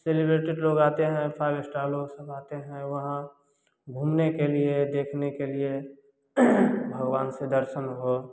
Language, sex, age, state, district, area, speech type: Hindi, male, 18-30, Bihar, Samastipur, rural, spontaneous